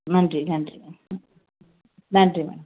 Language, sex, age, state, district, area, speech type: Tamil, female, 30-45, Tamil Nadu, Tirunelveli, rural, conversation